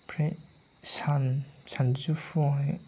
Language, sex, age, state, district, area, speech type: Bodo, male, 30-45, Assam, Chirang, rural, spontaneous